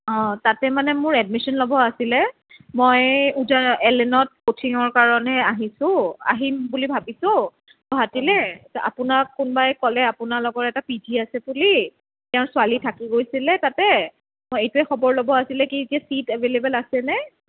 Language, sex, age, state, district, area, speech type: Assamese, female, 30-45, Assam, Kamrup Metropolitan, urban, conversation